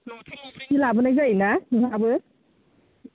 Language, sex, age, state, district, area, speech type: Bodo, female, 30-45, Assam, Baksa, rural, conversation